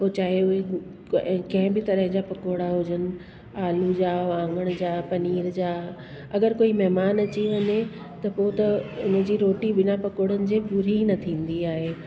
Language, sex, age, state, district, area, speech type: Sindhi, female, 45-60, Delhi, South Delhi, urban, spontaneous